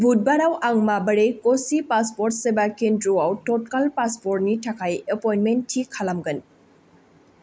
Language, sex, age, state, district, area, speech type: Bodo, female, 18-30, Assam, Baksa, rural, read